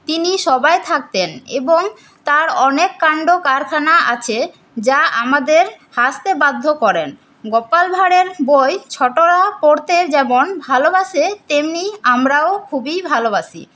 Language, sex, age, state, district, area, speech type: Bengali, female, 18-30, West Bengal, Paschim Bardhaman, rural, spontaneous